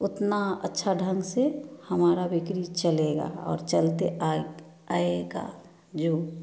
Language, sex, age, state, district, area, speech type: Hindi, female, 30-45, Bihar, Samastipur, rural, spontaneous